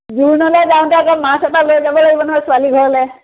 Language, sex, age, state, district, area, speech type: Assamese, female, 45-60, Assam, Biswanath, rural, conversation